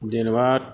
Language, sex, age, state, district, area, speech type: Bodo, male, 45-60, Assam, Kokrajhar, rural, spontaneous